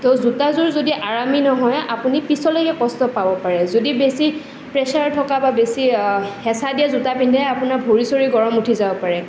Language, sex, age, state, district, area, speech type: Assamese, female, 18-30, Assam, Nalbari, rural, spontaneous